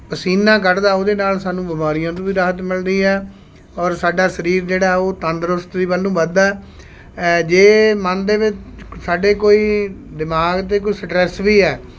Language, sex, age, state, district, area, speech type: Punjabi, male, 45-60, Punjab, Shaheed Bhagat Singh Nagar, rural, spontaneous